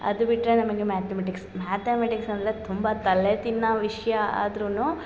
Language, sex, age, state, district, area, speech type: Kannada, female, 30-45, Karnataka, Hassan, urban, spontaneous